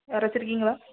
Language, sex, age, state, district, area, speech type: Tamil, female, 18-30, Tamil Nadu, Nagapattinam, rural, conversation